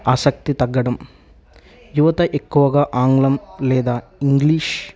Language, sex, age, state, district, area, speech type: Telugu, male, 18-30, Telangana, Nagarkurnool, rural, spontaneous